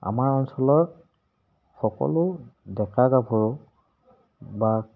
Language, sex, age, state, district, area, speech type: Assamese, male, 30-45, Assam, Lakhimpur, urban, spontaneous